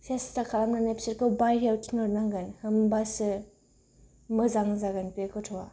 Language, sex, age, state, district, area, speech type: Bodo, female, 18-30, Assam, Kokrajhar, rural, spontaneous